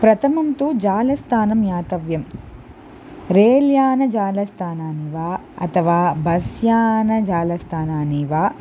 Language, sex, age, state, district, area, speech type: Sanskrit, female, 18-30, Tamil Nadu, Chennai, urban, spontaneous